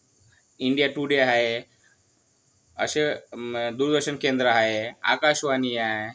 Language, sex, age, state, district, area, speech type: Marathi, male, 30-45, Maharashtra, Yavatmal, rural, spontaneous